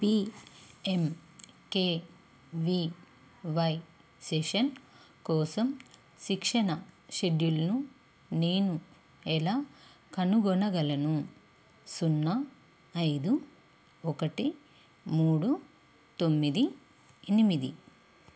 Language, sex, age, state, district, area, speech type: Telugu, female, 30-45, Telangana, Peddapalli, urban, read